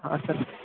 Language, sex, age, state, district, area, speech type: Kannada, male, 30-45, Karnataka, Belgaum, rural, conversation